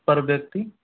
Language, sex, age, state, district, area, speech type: Hindi, male, 30-45, Rajasthan, Jaipur, urban, conversation